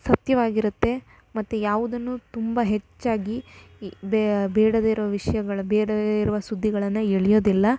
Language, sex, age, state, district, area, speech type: Kannada, female, 18-30, Karnataka, Shimoga, rural, spontaneous